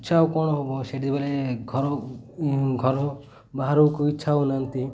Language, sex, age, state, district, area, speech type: Odia, male, 30-45, Odisha, Malkangiri, urban, spontaneous